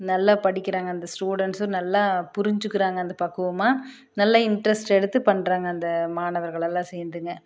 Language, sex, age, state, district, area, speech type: Tamil, female, 30-45, Tamil Nadu, Tiruppur, rural, spontaneous